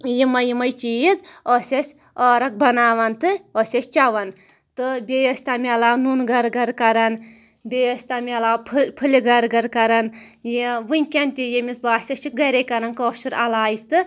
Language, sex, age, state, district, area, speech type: Kashmiri, female, 30-45, Jammu and Kashmir, Anantnag, rural, spontaneous